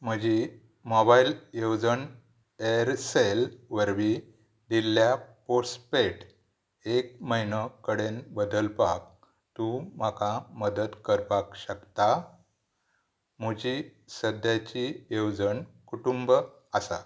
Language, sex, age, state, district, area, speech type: Goan Konkani, male, 60+, Goa, Pernem, rural, read